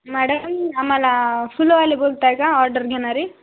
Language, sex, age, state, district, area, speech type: Marathi, female, 18-30, Maharashtra, Hingoli, urban, conversation